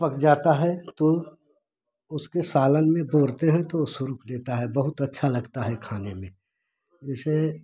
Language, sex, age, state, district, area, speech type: Hindi, male, 60+, Uttar Pradesh, Prayagraj, rural, spontaneous